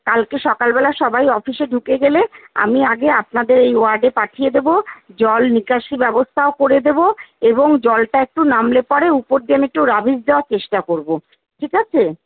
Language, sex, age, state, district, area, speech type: Bengali, female, 45-60, West Bengal, Kolkata, urban, conversation